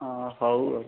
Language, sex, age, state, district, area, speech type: Odia, male, 18-30, Odisha, Jajpur, rural, conversation